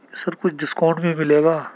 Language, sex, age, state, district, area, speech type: Urdu, male, 30-45, Uttar Pradesh, Gautam Buddha Nagar, rural, spontaneous